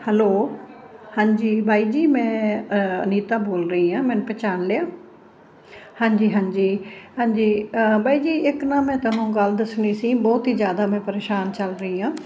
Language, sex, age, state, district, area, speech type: Punjabi, female, 45-60, Punjab, Fazilka, rural, spontaneous